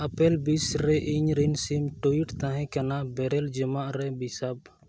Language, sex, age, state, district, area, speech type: Santali, male, 18-30, Jharkhand, East Singhbhum, rural, read